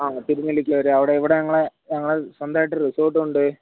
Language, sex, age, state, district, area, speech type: Malayalam, male, 18-30, Kerala, Wayanad, rural, conversation